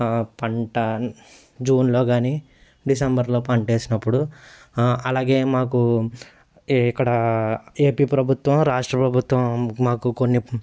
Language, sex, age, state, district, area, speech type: Telugu, male, 30-45, Andhra Pradesh, Eluru, rural, spontaneous